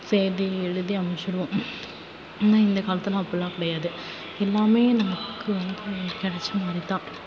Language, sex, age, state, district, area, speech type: Tamil, female, 18-30, Tamil Nadu, Tiruvarur, rural, spontaneous